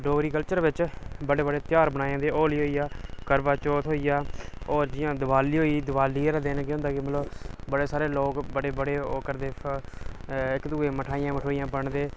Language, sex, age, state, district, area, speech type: Dogri, male, 30-45, Jammu and Kashmir, Udhampur, urban, spontaneous